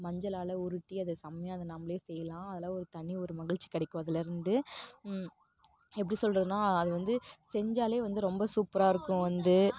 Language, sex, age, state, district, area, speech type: Tamil, female, 18-30, Tamil Nadu, Kallakurichi, rural, spontaneous